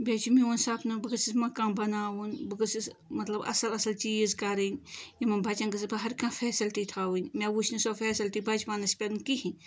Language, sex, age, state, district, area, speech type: Kashmiri, female, 45-60, Jammu and Kashmir, Ganderbal, rural, spontaneous